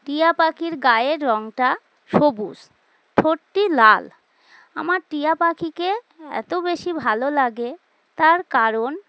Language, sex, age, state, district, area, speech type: Bengali, female, 30-45, West Bengal, Dakshin Dinajpur, urban, spontaneous